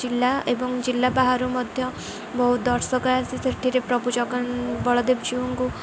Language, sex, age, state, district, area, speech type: Odia, female, 18-30, Odisha, Jagatsinghpur, rural, spontaneous